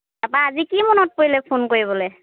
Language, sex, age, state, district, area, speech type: Assamese, female, 30-45, Assam, Lakhimpur, rural, conversation